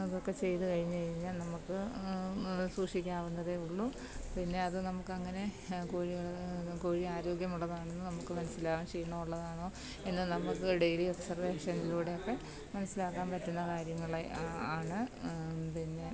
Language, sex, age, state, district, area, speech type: Malayalam, female, 30-45, Kerala, Kottayam, rural, spontaneous